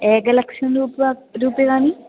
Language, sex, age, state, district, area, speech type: Sanskrit, female, 18-30, Kerala, Thrissur, urban, conversation